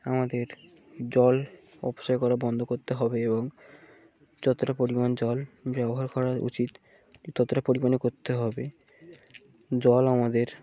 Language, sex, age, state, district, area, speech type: Bengali, male, 18-30, West Bengal, Birbhum, urban, spontaneous